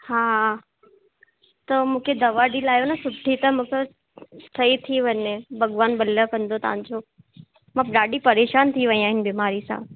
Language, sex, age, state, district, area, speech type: Sindhi, female, 18-30, Rajasthan, Ajmer, urban, conversation